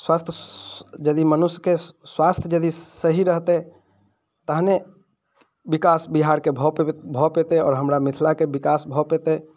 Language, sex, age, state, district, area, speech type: Maithili, male, 45-60, Bihar, Muzaffarpur, urban, spontaneous